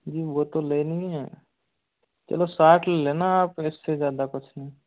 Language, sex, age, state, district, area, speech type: Hindi, male, 18-30, Rajasthan, Jodhpur, rural, conversation